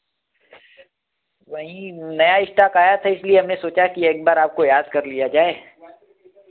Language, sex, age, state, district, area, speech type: Hindi, male, 18-30, Uttar Pradesh, Varanasi, urban, conversation